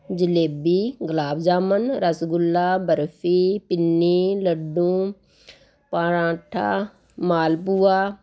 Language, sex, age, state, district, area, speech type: Punjabi, female, 45-60, Punjab, Ludhiana, urban, spontaneous